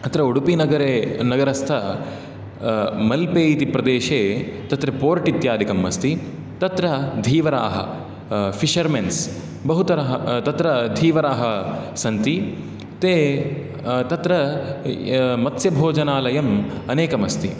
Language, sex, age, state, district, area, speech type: Sanskrit, male, 18-30, Karnataka, Udupi, rural, spontaneous